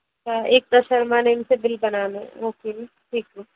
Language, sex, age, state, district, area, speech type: Hindi, female, 18-30, Madhya Pradesh, Indore, urban, conversation